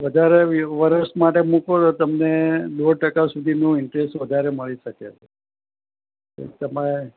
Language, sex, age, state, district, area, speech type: Gujarati, male, 60+, Gujarat, Anand, urban, conversation